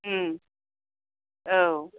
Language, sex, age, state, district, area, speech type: Bodo, female, 60+, Assam, Chirang, rural, conversation